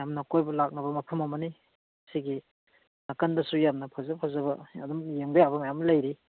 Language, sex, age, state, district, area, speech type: Manipuri, male, 45-60, Manipur, Churachandpur, rural, conversation